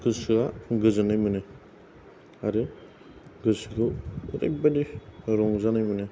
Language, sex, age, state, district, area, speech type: Bodo, male, 45-60, Assam, Kokrajhar, rural, spontaneous